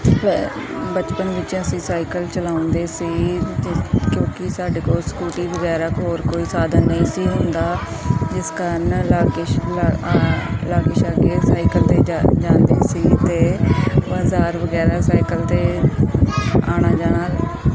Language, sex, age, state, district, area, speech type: Punjabi, female, 18-30, Punjab, Pathankot, rural, spontaneous